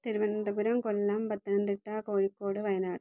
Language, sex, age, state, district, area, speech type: Malayalam, female, 30-45, Kerala, Thiruvananthapuram, rural, spontaneous